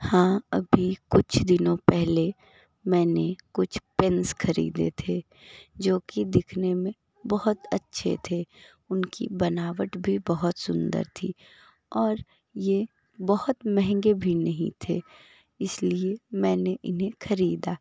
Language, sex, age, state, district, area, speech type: Hindi, other, 30-45, Uttar Pradesh, Sonbhadra, rural, spontaneous